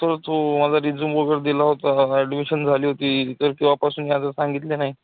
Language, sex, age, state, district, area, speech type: Marathi, male, 30-45, Maharashtra, Gadchiroli, rural, conversation